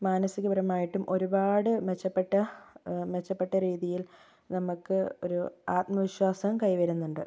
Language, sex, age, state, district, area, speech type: Malayalam, female, 18-30, Kerala, Kozhikode, urban, spontaneous